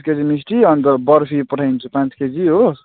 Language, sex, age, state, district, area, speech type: Nepali, male, 30-45, West Bengal, Jalpaiguri, rural, conversation